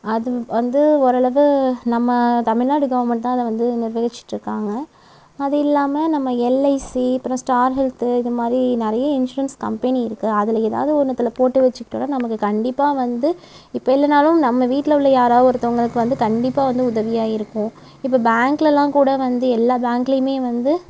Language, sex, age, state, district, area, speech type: Tamil, female, 30-45, Tamil Nadu, Nagapattinam, rural, spontaneous